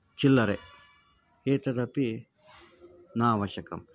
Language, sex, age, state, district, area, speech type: Sanskrit, male, 45-60, Karnataka, Shimoga, rural, spontaneous